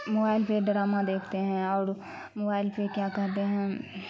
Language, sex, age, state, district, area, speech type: Urdu, female, 18-30, Bihar, Khagaria, rural, spontaneous